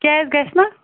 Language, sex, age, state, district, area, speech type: Kashmiri, female, 18-30, Jammu and Kashmir, Kulgam, rural, conversation